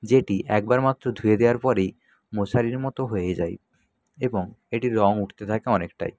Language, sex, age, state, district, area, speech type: Bengali, male, 60+, West Bengal, Nadia, rural, spontaneous